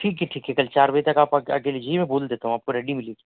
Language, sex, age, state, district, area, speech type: Urdu, male, 30-45, Delhi, Central Delhi, urban, conversation